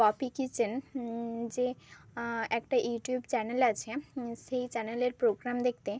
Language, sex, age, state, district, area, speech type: Bengali, female, 30-45, West Bengal, Bankura, urban, spontaneous